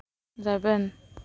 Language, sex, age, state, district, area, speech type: Santali, female, 18-30, West Bengal, Paschim Bardhaman, rural, read